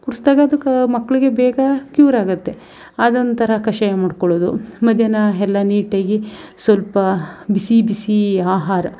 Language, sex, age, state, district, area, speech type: Kannada, female, 30-45, Karnataka, Mandya, rural, spontaneous